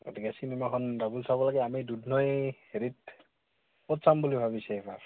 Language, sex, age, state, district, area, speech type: Assamese, male, 30-45, Assam, Goalpara, urban, conversation